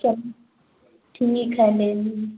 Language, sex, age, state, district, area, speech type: Hindi, female, 18-30, Uttar Pradesh, Prayagraj, rural, conversation